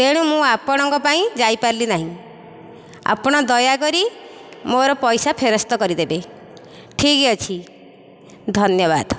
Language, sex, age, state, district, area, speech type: Odia, female, 45-60, Odisha, Dhenkanal, rural, spontaneous